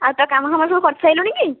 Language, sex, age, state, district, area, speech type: Odia, female, 18-30, Odisha, Kendujhar, urban, conversation